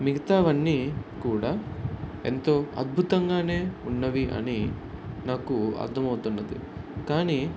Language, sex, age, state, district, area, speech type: Telugu, male, 18-30, Andhra Pradesh, Visakhapatnam, urban, spontaneous